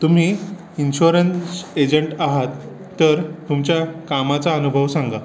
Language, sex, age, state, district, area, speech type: Marathi, female, 60+, Maharashtra, Pune, urban, spontaneous